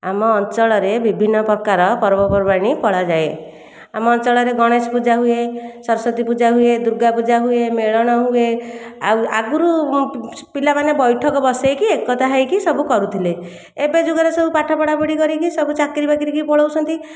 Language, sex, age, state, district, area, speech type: Odia, female, 60+, Odisha, Khordha, rural, spontaneous